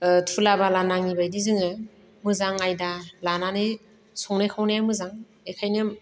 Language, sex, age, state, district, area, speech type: Bodo, female, 45-60, Assam, Baksa, rural, spontaneous